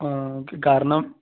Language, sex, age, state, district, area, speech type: Malayalam, male, 30-45, Kerala, Malappuram, rural, conversation